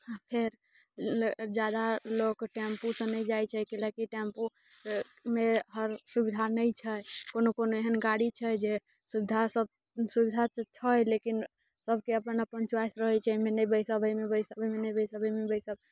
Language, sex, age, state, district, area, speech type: Maithili, female, 18-30, Bihar, Muzaffarpur, urban, spontaneous